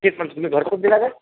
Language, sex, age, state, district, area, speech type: Marathi, male, 30-45, Maharashtra, Akola, rural, conversation